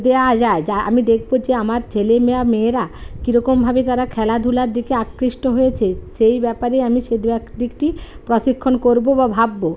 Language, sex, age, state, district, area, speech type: Bengali, female, 45-60, West Bengal, Hooghly, rural, spontaneous